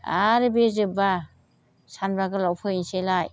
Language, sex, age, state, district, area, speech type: Bodo, female, 60+, Assam, Chirang, rural, spontaneous